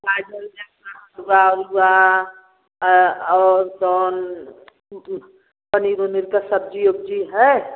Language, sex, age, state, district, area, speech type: Hindi, female, 60+, Uttar Pradesh, Varanasi, rural, conversation